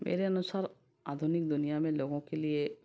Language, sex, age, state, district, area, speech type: Hindi, female, 45-60, Madhya Pradesh, Ujjain, urban, spontaneous